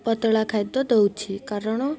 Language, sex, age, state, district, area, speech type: Odia, female, 18-30, Odisha, Malkangiri, urban, spontaneous